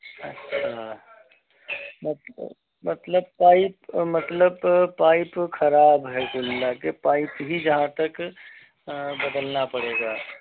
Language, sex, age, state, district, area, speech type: Hindi, male, 45-60, Uttar Pradesh, Hardoi, rural, conversation